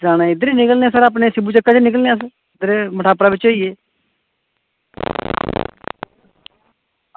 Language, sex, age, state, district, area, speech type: Dogri, male, 18-30, Jammu and Kashmir, Samba, rural, conversation